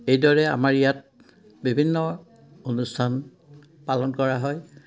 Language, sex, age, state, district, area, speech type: Assamese, male, 60+, Assam, Udalguri, rural, spontaneous